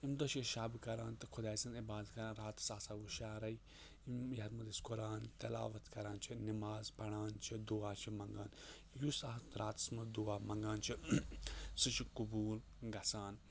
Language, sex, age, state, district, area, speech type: Kashmiri, male, 18-30, Jammu and Kashmir, Kupwara, urban, spontaneous